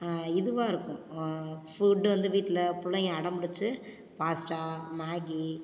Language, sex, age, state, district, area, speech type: Tamil, female, 18-30, Tamil Nadu, Ariyalur, rural, spontaneous